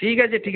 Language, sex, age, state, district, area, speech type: Bengali, male, 60+, West Bengal, Nadia, rural, conversation